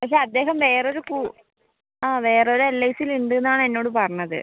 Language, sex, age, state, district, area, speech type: Malayalam, female, 30-45, Kerala, Kozhikode, urban, conversation